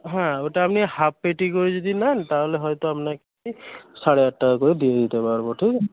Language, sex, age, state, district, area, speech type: Bengali, male, 18-30, West Bengal, Paschim Medinipur, rural, conversation